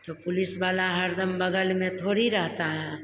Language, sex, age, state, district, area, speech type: Hindi, female, 60+, Bihar, Begusarai, rural, spontaneous